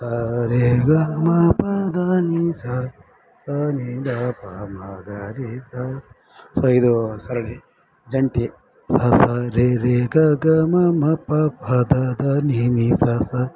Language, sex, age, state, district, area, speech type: Kannada, male, 30-45, Karnataka, Bellary, rural, spontaneous